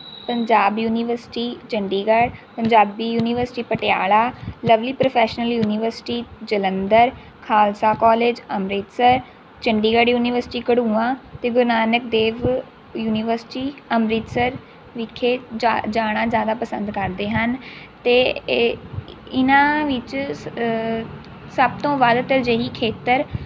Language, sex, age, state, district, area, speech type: Punjabi, female, 18-30, Punjab, Rupnagar, rural, spontaneous